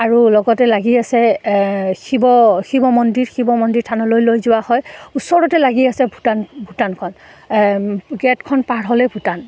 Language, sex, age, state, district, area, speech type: Assamese, female, 30-45, Assam, Udalguri, rural, spontaneous